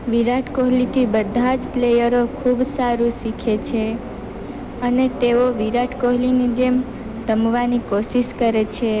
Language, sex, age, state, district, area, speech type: Gujarati, female, 18-30, Gujarat, Valsad, rural, spontaneous